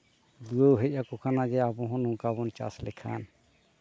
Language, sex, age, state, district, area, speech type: Santali, male, 60+, Jharkhand, East Singhbhum, rural, spontaneous